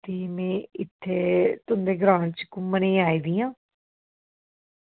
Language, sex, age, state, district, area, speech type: Dogri, female, 30-45, Jammu and Kashmir, Reasi, urban, conversation